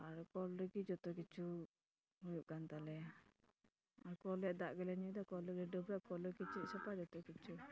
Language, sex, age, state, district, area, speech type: Santali, female, 30-45, West Bengal, Dakshin Dinajpur, rural, spontaneous